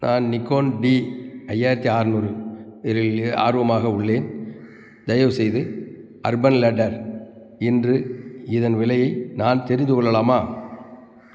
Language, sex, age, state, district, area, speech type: Tamil, male, 60+, Tamil Nadu, Theni, rural, read